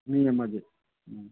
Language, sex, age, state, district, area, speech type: Manipuri, male, 45-60, Manipur, Churachandpur, rural, conversation